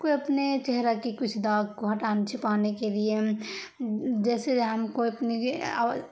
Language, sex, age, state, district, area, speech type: Urdu, female, 30-45, Bihar, Darbhanga, rural, spontaneous